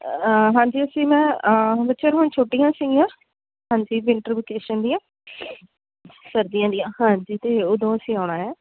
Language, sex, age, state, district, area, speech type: Punjabi, female, 30-45, Punjab, Jalandhar, rural, conversation